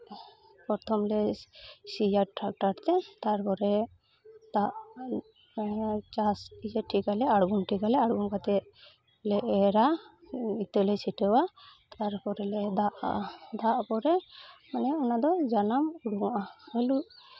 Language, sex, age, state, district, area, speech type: Santali, female, 30-45, West Bengal, Malda, rural, spontaneous